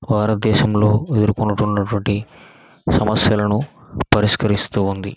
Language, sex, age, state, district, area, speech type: Telugu, male, 45-60, Andhra Pradesh, East Godavari, rural, spontaneous